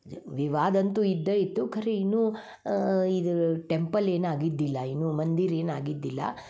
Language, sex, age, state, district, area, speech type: Kannada, female, 60+, Karnataka, Dharwad, rural, spontaneous